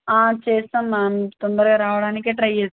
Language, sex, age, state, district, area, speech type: Telugu, female, 18-30, Telangana, Mahbubnagar, urban, conversation